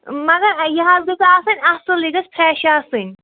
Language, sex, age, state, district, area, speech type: Kashmiri, female, 30-45, Jammu and Kashmir, Shopian, urban, conversation